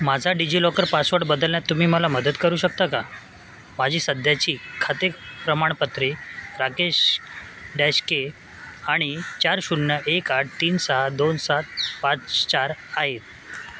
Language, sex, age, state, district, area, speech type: Marathi, male, 30-45, Maharashtra, Mumbai Suburban, urban, read